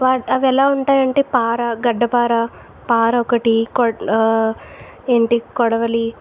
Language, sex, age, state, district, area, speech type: Telugu, female, 18-30, Andhra Pradesh, Vizianagaram, urban, spontaneous